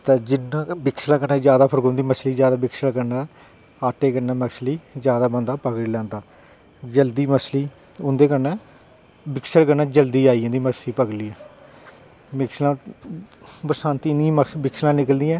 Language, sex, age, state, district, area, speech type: Dogri, male, 30-45, Jammu and Kashmir, Jammu, rural, spontaneous